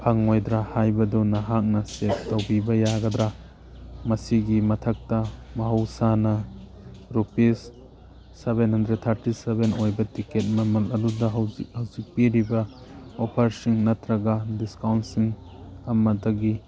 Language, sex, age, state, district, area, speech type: Manipuri, male, 30-45, Manipur, Churachandpur, rural, read